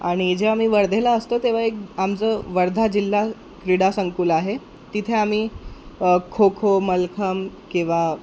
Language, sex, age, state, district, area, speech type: Marathi, male, 18-30, Maharashtra, Wardha, urban, spontaneous